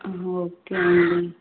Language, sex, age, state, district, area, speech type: Telugu, female, 18-30, Telangana, Bhadradri Kothagudem, rural, conversation